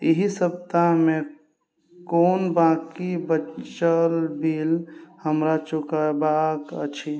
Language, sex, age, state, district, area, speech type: Maithili, female, 18-30, Bihar, Sitamarhi, rural, read